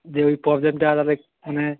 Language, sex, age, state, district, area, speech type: Bengali, male, 60+, West Bengal, Purba Bardhaman, rural, conversation